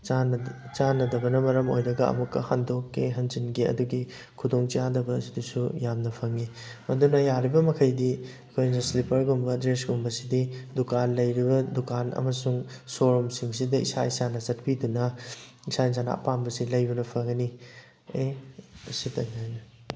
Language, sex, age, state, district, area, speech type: Manipuri, male, 18-30, Manipur, Thoubal, rural, spontaneous